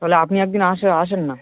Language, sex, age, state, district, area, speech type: Bengali, male, 18-30, West Bengal, South 24 Parganas, rural, conversation